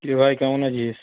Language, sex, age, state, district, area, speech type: Bengali, male, 18-30, West Bengal, Paschim Medinipur, rural, conversation